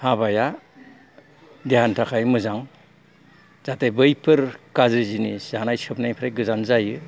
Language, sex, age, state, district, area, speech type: Bodo, male, 60+, Assam, Kokrajhar, rural, spontaneous